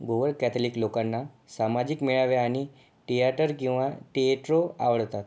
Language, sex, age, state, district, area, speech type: Marathi, male, 18-30, Maharashtra, Yavatmal, urban, read